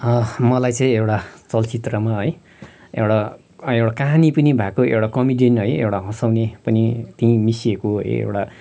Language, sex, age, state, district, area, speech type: Nepali, male, 45-60, West Bengal, Kalimpong, rural, spontaneous